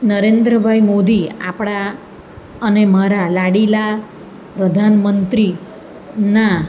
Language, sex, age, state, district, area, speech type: Gujarati, female, 45-60, Gujarat, Surat, urban, spontaneous